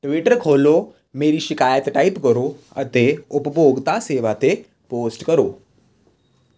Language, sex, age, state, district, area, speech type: Punjabi, male, 18-30, Punjab, Jalandhar, urban, read